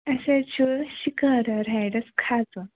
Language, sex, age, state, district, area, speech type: Kashmiri, female, 30-45, Jammu and Kashmir, Baramulla, rural, conversation